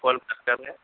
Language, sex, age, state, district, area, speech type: Urdu, male, 45-60, Telangana, Hyderabad, urban, conversation